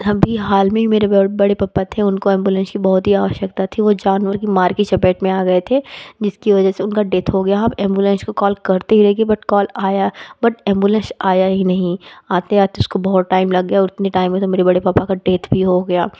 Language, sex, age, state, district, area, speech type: Hindi, female, 18-30, Uttar Pradesh, Jaunpur, urban, spontaneous